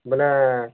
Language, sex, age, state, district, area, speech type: Odia, male, 30-45, Odisha, Bargarh, urban, conversation